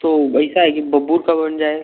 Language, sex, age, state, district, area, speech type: Hindi, male, 18-30, Uttar Pradesh, Ghazipur, rural, conversation